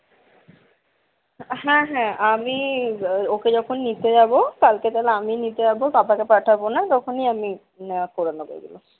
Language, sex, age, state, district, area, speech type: Bengali, female, 60+, West Bengal, Paschim Bardhaman, rural, conversation